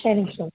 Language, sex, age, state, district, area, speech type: Tamil, female, 18-30, Tamil Nadu, Madurai, urban, conversation